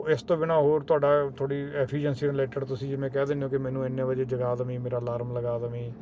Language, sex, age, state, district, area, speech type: Punjabi, male, 45-60, Punjab, Sangrur, urban, spontaneous